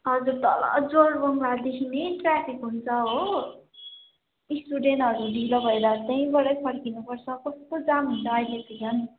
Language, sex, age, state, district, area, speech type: Nepali, female, 18-30, West Bengal, Darjeeling, rural, conversation